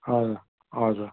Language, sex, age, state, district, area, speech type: Nepali, male, 60+, West Bengal, Kalimpong, rural, conversation